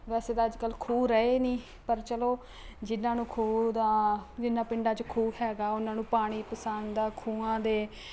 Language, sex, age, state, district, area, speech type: Punjabi, female, 30-45, Punjab, Ludhiana, urban, spontaneous